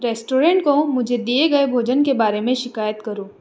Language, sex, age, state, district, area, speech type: Hindi, female, 18-30, Madhya Pradesh, Bhopal, urban, read